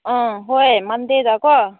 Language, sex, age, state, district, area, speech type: Manipuri, female, 30-45, Manipur, Senapati, rural, conversation